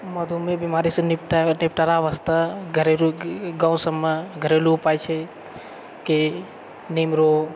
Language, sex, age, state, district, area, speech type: Maithili, male, 45-60, Bihar, Purnia, rural, spontaneous